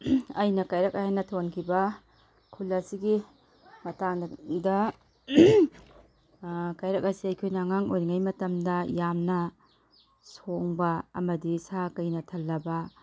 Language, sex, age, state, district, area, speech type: Manipuri, female, 45-60, Manipur, Kakching, rural, spontaneous